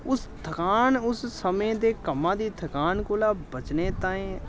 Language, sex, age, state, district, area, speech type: Dogri, male, 18-30, Jammu and Kashmir, Samba, urban, spontaneous